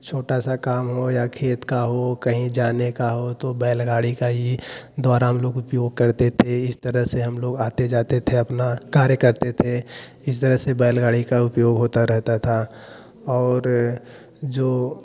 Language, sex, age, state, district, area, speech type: Hindi, male, 18-30, Uttar Pradesh, Jaunpur, rural, spontaneous